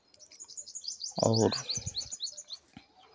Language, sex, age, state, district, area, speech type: Hindi, male, 30-45, Uttar Pradesh, Chandauli, rural, spontaneous